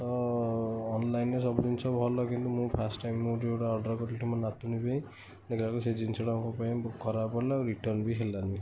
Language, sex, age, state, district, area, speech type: Odia, male, 60+, Odisha, Kendujhar, urban, spontaneous